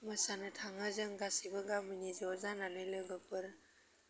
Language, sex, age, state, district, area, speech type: Bodo, female, 30-45, Assam, Udalguri, urban, spontaneous